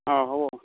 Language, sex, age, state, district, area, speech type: Assamese, male, 45-60, Assam, Barpeta, rural, conversation